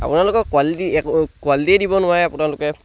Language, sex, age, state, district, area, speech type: Assamese, male, 18-30, Assam, Sivasagar, rural, spontaneous